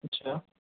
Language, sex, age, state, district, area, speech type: Urdu, male, 30-45, Delhi, Central Delhi, urban, conversation